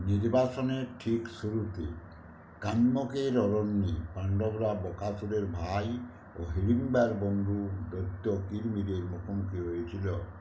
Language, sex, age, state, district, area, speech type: Bengali, male, 60+, West Bengal, Uttar Dinajpur, rural, read